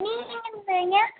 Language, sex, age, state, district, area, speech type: Tamil, female, 18-30, Tamil Nadu, Kallakurichi, rural, conversation